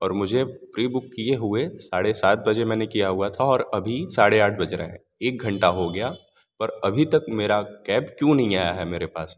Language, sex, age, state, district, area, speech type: Hindi, male, 18-30, Uttar Pradesh, Varanasi, rural, spontaneous